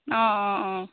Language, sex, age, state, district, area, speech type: Assamese, female, 30-45, Assam, Golaghat, rural, conversation